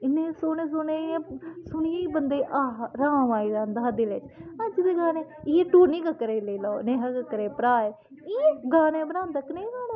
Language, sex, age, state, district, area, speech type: Dogri, female, 18-30, Jammu and Kashmir, Reasi, rural, spontaneous